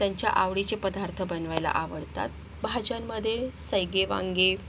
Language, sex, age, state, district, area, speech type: Marathi, female, 30-45, Maharashtra, Yavatmal, rural, spontaneous